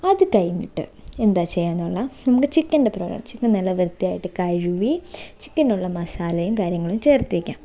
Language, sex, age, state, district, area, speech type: Malayalam, female, 18-30, Kerala, Thiruvananthapuram, rural, spontaneous